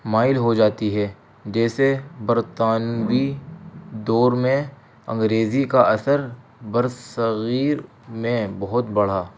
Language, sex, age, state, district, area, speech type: Urdu, male, 18-30, Delhi, North East Delhi, urban, spontaneous